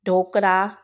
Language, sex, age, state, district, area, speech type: Sindhi, female, 30-45, Gujarat, Junagadh, rural, spontaneous